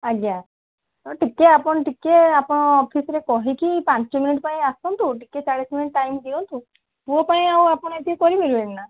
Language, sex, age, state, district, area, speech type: Odia, female, 30-45, Odisha, Balasore, rural, conversation